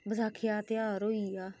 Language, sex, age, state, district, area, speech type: Dogri, female, 30-45, Jammu and Kashmir, Reasi, rural, spontaneous